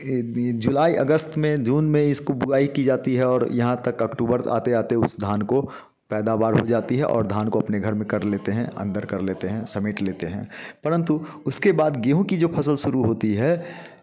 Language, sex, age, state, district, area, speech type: Hindi, male, 45-60, Bihar, Muzaffarpur, urban, spontaneous